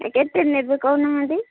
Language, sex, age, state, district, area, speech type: Odia, female, 45-60, Odisha, Gajapati, rural, conversation